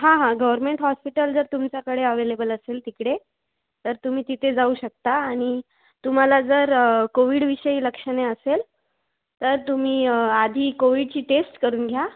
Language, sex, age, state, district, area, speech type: Marathi, female, 18-30, Maharashtra, Akola, rural, conversation